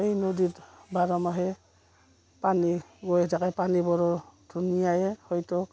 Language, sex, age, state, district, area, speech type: Assamese, female, 45-60, Assam, Udalguri, rural, spontaneous